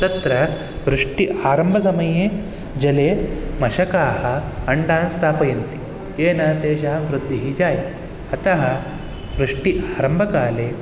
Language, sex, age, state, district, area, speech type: Sanskrit, male, 18-30, Karnataka, Bangalore Urban, urban, spontaneous